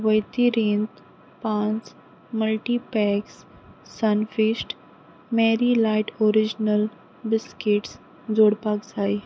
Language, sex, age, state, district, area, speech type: Goan Konkani, female, 18-30, Goa, Salcete, rural, read